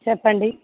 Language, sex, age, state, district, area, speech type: Telugu, female, 30-45, Telangana, Ranga Reddy, urban, conversation